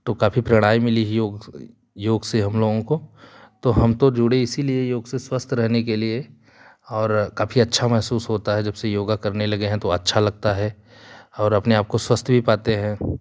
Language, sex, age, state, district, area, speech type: Hindi, male, 30-45, Uttar Pradesh, Jaunpur, rural, spontaneous